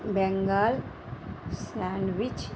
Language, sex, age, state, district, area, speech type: Telugu, female, 60+, Andhra Pradesh, Krishna, rural, spontaneous